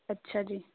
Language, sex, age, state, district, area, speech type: Punjabi, female, 18-30, Punjab, Shaheed Bhagat Singh Nagar, rural, conversation